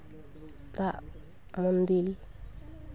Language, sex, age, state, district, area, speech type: Santali, female, 30-45, West Bengal, Purulia, rural, spontaneous